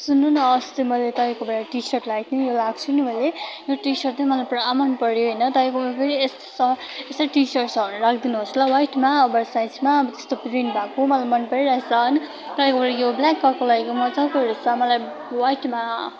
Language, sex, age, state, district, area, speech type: Nepali, female, 18-30, West Bengal, Darjeeling, rural, spontaneous